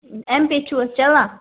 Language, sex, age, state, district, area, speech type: Kashmiri, female, 30-45, Jammu and Kashmir, Baramulla, urban, conversation